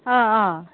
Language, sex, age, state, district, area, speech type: Assamese, female, 18-30, Assam, Udalguri, rural, conversation